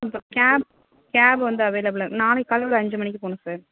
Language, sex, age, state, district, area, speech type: Tamil, female, 18-30, Tamil Nadu, Mayiladuthurai, rural, conversation